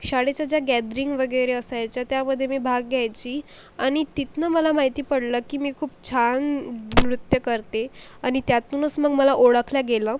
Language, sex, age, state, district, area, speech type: Marathi, female, 18-30, Maharashtra, Akola, rural, spontaneous